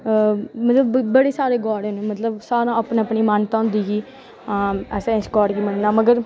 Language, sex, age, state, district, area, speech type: Dogri, female, 18-30, Jammu and Kashmir, Udhampur, rural, spontaneous